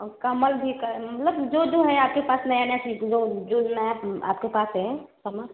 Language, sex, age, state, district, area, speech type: Hindi, female, 30-45, Uttar Pradesh, Varanasi, urban, conversation